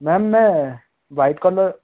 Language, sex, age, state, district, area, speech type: Hindi, male, 18-30, Madhya Pradesh, Betul, urban, conversation